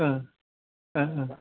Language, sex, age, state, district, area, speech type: Bodo, male, 45-60, Assam, Chirang, urban, conversation